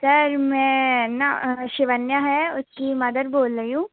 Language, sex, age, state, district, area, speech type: Hindi, female, 18-30, Madhya Pradesh, Gwalior, rural, conversation